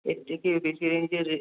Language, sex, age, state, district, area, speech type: Bengali, male, 18-30, West Bengal, Purulia, urban, conversation